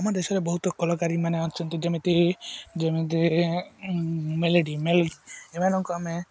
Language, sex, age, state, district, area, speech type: Odia, male, 18-30, Odisha, Malkangiri, urban, spontaneous